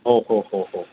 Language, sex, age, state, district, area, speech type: Malayalam, male, 60+, Kerala, Kottayam, rural, conversation